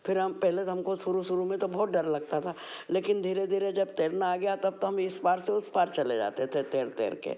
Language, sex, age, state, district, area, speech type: Hindi, female, 60+, Madhya Pradesh, Ujjain, urban, spontaneous